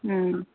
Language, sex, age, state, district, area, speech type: Manipuri, female, 45-60, Manipur, Imphal East, rural, conversation